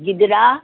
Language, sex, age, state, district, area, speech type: Sindhi, female, 60+, Uttar Pradesh, Lucknow, urban, conversation